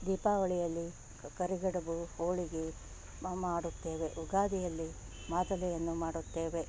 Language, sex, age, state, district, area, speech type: Kannada, female, 60+, Karnataka, Gadag, rural, spontaneous